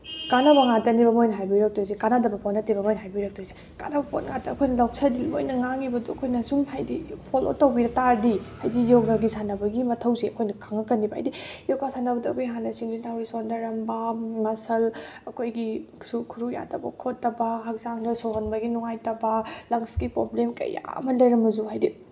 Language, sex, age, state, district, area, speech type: Manipuri, female, 18-30, Manipur, Bishnupur, rural, spontaneous